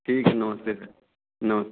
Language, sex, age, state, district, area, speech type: Hindi, male, 18-30, Uttar Pradesh, Azamgarh, rural, conversation